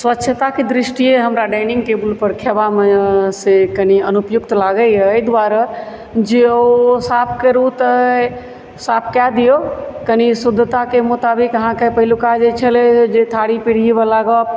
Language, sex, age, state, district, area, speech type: Maithili, female, 45-60, Bihar, Supaul, rural, spontaneous